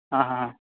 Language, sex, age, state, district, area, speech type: Kannada, male, 30-45, Karnataka, Udupi, rural, conversation